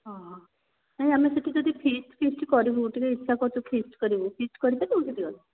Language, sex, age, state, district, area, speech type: Odia, female, 45-60, Odisha, Nayagarh, rural, conversation